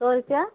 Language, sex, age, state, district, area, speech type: Hindi, female, 30-45, Uttar Pradesh, Chandauli, rural, conversation